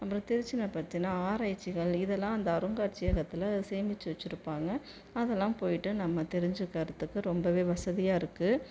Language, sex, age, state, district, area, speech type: Tamil, female, 30-45, Tamil Nadu, Tiruchirappalli, rural, spontaneous